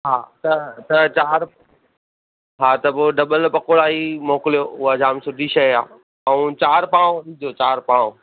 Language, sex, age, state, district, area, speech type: Sindhi, male, 30-45, Maharashtra, Thane, urban, conversation